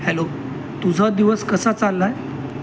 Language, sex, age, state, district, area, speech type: Marathi, male, 30-45, Maharashtra, Mumbai Suburban, urban, read